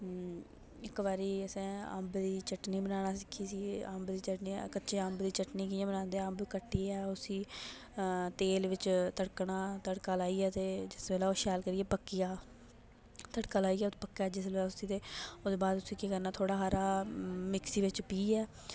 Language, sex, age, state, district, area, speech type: Dogri, female, 18-30, Jammu and Kashmir, Reasi, rural, spontaneous